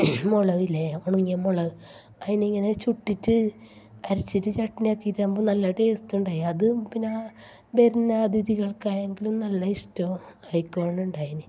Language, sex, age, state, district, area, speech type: Malayalam, female, 45-60, Kerala, Kasaragod, urban, spontaneous